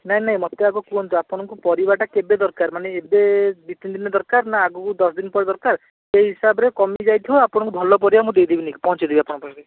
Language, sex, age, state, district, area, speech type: Odia, male, 30-45, Odisha, Bhadrak, rural, conversation